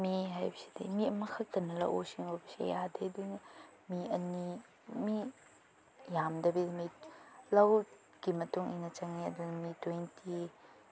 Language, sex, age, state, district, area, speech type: Manipuri, female, 30-45, Manipur, Chandel, rural, spontaneous